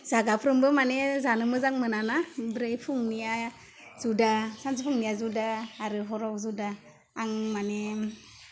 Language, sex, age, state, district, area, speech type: Bodo, female, 30-45, Assam, Udalguri, rural, spontaneous